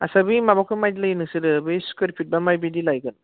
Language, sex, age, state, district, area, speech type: Bodo, male, 30-45, Assam, Udalguri, urban, conversation